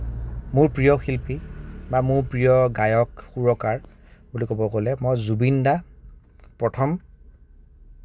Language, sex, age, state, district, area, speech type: Assamese, male, 30-45, Assam, Kamrup Metropolitan, urban, spontaneous